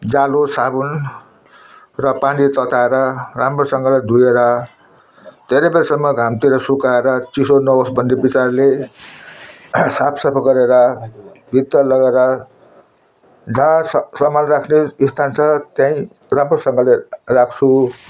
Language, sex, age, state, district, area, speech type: Nepali, male, 60+, West Bengal, Jalpaiguri, urban, spontaneous